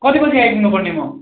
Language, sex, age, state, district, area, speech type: Nepali, male, 18-30, West Bengal, Darjeeling, rural, conversation